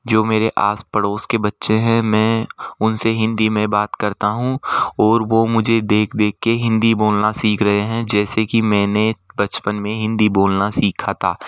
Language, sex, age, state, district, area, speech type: Hindi, male, 18-30, Rajasthan, Jaipur, urban, spontaneous